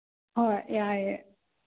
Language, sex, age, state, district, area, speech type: Manipuri, female, 18-30, Manipur, Churachandpur, rural, conversation